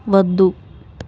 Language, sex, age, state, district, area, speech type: Telugu, female, 18-30, Telangana, Hyderabad, urban, read